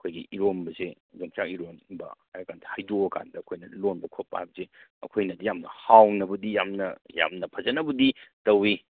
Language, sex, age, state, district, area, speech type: Manipuri, male, 30-45, Manipur, Kangpokpi, urban, conversation